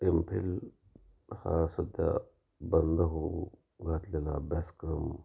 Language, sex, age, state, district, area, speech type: Marathi, male, 45-60, Maharashtra, Nashik, urban, spontaneous